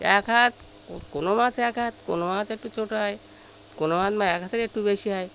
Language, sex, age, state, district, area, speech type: Bengali, female, 60+, West Bengal, Birbhum, urban, spontaneous